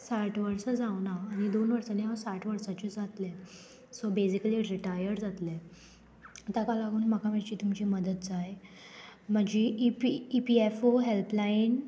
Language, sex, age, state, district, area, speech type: Goan Konkani, female, 18-30, Goa, Murmgao, rural, spontaneous